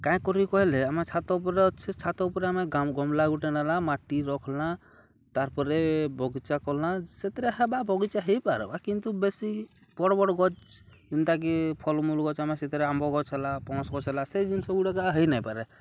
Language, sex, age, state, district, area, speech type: Odia, male, 30-45, Odisha, Balangir, urban, spontaneous